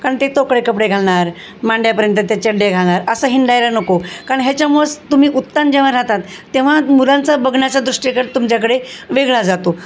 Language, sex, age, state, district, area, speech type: Marathi, female, 60+, Maharashtra, Osmanabad, rural, spontaneous